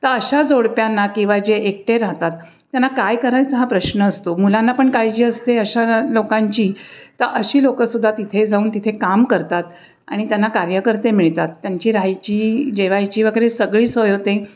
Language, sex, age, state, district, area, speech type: Marathi, female, 60+, Maharashtra, Pune, urban, spontaneous